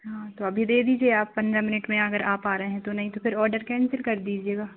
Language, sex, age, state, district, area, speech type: Hindi, female, 18-30, Madhya Pradesh, Narsinghpur, rural, conversation